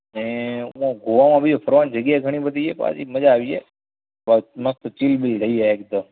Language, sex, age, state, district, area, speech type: Gujarati, male, 18-30, Gujarat, Kutch, rural, conversation